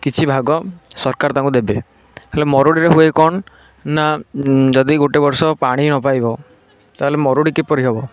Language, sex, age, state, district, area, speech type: Odia, male, 18-30, Odisha, Kendrapara, urban, spontaneous